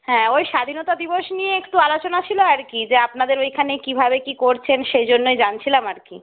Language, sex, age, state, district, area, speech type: Bengali, female, 45-60, West Bengal, Purba Medinipur, rural, conversation